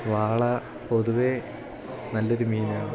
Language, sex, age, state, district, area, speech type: Malayalam, male, 18-30, Kerala, Idukki, rural, spontaneous